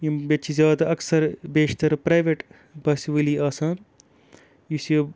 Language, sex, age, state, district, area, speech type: Kashmiri, male, 30-45, Jammu and Kashmir, Srinagar, urban, spontaneous